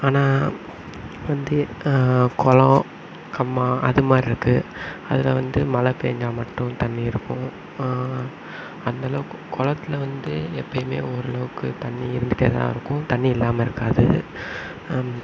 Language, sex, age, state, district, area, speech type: Tamil, male, 18-30, Tamil Nadu, Sivaganga, rural, spontaneous